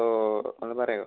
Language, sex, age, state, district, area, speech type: Malayalam, male, 18-30, Kerala, Kollam, rural, conversation